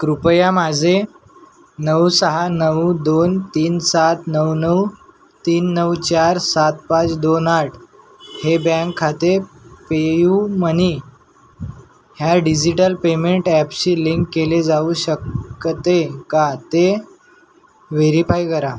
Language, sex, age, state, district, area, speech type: Marathi, male, 18-30, Maharashtra, Nagpur, urban, read